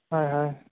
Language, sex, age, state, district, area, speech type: Assamese, male, 30-45, Assam, Goalpara, urban, conversation